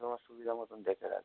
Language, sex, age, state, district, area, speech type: Bengali, male, 30-45, West Bengal, Howrah, urban, conversation